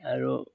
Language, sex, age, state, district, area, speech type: Assamese, male, 30-45, Assam, Dhemaji, rural, spontaneous